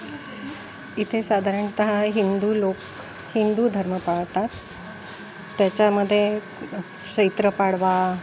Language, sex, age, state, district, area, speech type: Marathi, female, 45-60, Maharashtra, Nanded, urban, spontaneous